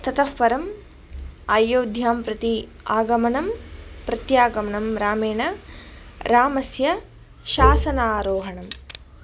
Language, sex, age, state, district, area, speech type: Sanskrit, female, 18-30, Tamil Nadu, Madurai, urban, spontaneous